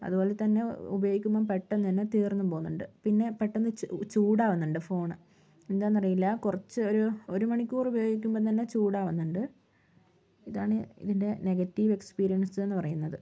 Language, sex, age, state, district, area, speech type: Malayalam, female, 60+, Kerala, Wayanad, rural, spontaneous